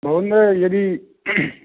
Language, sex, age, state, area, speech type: Sanskrit, male, 18-30, Rajasthan, urban, conversation